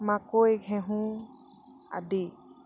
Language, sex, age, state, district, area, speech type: Assamese, female, 45-60, Assam, Dibrugarh, rural, spontaneous